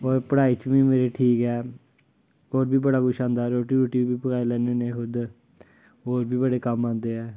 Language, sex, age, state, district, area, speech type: Dogri, male, 30-45, Jammu and Kashmir, Kathua, rural, spontaneous